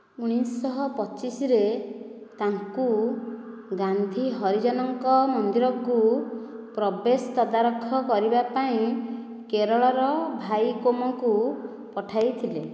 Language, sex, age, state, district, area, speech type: Odia, female, 45-60, Odisha, Nayagarh, rural, read